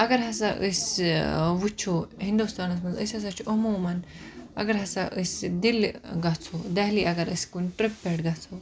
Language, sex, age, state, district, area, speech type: Kashmiri, female, 30-45, Jammu and Kashmir, Budgam, rural, spontaneous